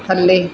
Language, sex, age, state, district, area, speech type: Punjabi, female, 60+, Punjab, Bathinda, rural, read